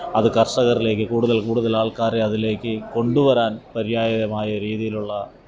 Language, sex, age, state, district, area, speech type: Malayalam, male, 45-60, Kerala, Alappuzha, urban, spontaneous